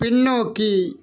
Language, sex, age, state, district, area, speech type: Tamil, male, 30-45, Tamil Nadu, Ariyalur, rural, read